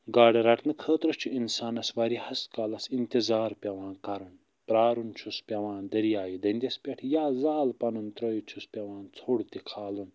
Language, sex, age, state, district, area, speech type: Kashmiri, male, 45-60, Jammu and Kashmir, Budgam, rural, spontaneous